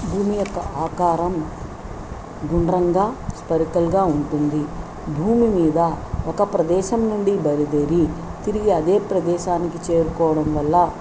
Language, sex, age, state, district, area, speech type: Telugu, female, 60+, Andhra Pradesh, Nellore, urban, spontaneous